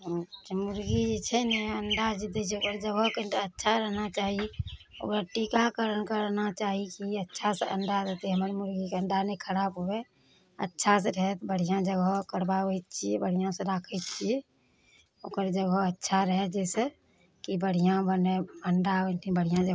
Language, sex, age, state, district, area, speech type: Maithili, female, 45-60, Bihar, Araria, rural, spontaneous